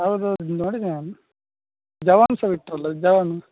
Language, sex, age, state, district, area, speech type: Kannada, male, 18-30, Karnataka, Udupi, rural, conversation